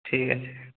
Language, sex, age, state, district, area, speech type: Bengali, male, 18-30, West Bengal, Purulia, urban, conversation